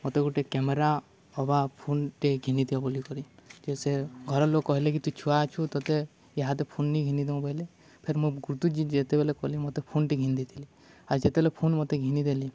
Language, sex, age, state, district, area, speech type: Odia, male, 18-30, Odisha, Balangir, urban, spontaneous